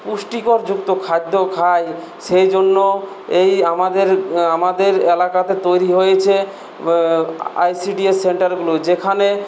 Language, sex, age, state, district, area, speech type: Bengali, male, 18-30, West Bengal, Purulia, rural, spontaneous